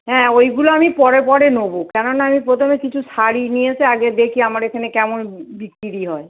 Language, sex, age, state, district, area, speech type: Bengali, female, 45-60, West Bengal, North 24 Parganas, urban, conversation